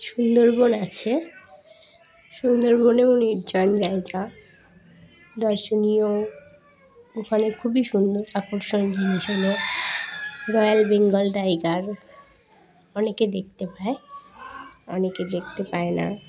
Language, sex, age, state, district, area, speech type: Bengali, female, 18-30, West Bengal, Dakshin Dinajpur, urban, spontaneous